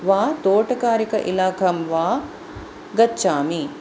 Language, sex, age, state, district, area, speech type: Sanskrit, female, 45-60, Maharashtra, Pune, urban, spontaneous